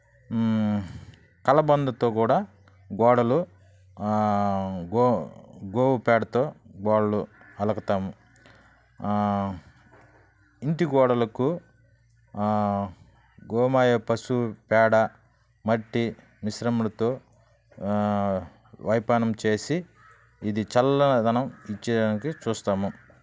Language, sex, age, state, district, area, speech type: Telugu, male, 30-45, Andhra Pradesh, Sri Balaji, rural, spontaneous